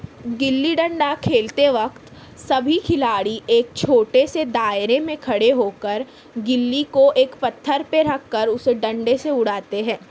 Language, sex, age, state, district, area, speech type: Urdu, female, 18-30, Maharashtra, Nashik, urban, spontaneous